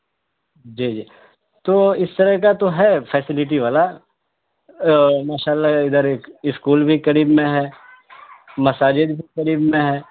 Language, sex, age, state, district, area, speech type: Urdu, male, 30-45, Bihar, Araria, rural, conversation